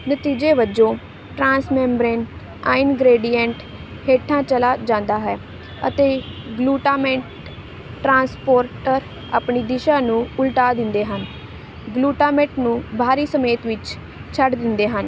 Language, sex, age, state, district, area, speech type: Punjabi, female, 18-30, Punjab, Ludhiana, rural, read